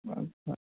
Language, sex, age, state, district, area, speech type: Hindi, male, 30-45, Bihar, Vaishali, rural, conversation